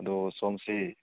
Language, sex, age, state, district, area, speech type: Manipuri, male, 30-45, Manipur, Churachandpur, rural, conversation